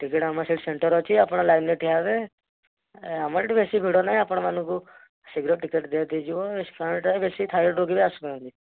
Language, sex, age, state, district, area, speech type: Odia, male, 18-30, Odisha, Kendujhar, urban, conversation